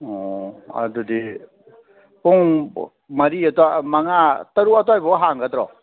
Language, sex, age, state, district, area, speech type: Manipuri, male, 60+, Manipur, Thoubal, rural, conversation